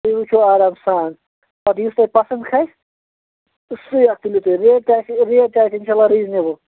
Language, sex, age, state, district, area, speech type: Kashmiri, male, 30-45, Jammu and Kashmir, Bandipora, rural, conversation